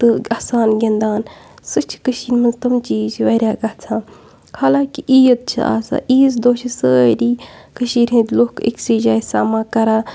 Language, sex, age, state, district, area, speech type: Kashmiri, female, 18-30, Jammu and Kashmir, Bandipora, urban, spontaneous